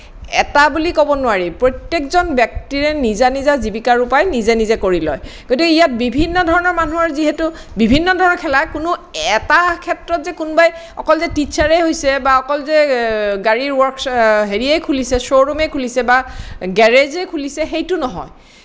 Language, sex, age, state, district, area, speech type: Assamese, female, 60+, Assam, Kamrup Metropolitan, urban, spontaneous